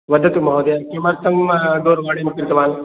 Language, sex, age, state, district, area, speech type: Sanskrit, male, 45-60, Uttar Pradesh, Prayagraj, urban, conversation